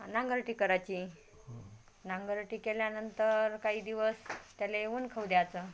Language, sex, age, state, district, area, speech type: Marathi, female, 45-60, Maharashtra, Washim, rural, spontaneous